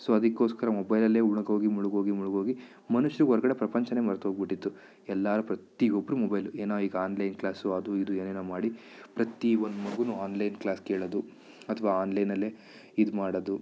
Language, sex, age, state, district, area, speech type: Kannada, male, 30-45, Karnataka, Bidar, rural, spontaneous